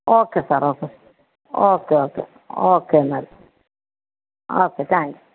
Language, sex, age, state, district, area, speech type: Malayalam, female, 45-60, Kerala, Thiruvananthapuram, rural, conversation